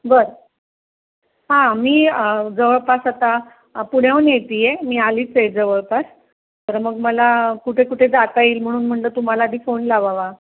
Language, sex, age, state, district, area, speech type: Marathi, female, 45-60, Maharashtra, Osmanabad, rural, conversation